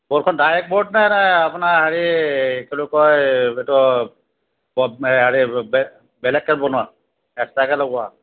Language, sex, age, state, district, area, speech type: Assamese, male, 45-60, Assam, Lakhimpur, rural, conversation